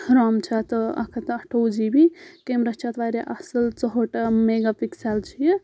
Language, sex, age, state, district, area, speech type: Kashmiri, female, 18-30, Jammu and Kashmir, Anantnag, rural, spontaneous